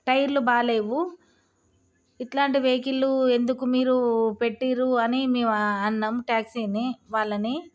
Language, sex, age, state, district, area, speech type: Telugu, female, 30-45, Telangana, Jagtial, rural, spontaneous